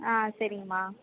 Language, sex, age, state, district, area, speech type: Tamil, female, 18-30, Tamil Nadu, Perambalur, rural, conversation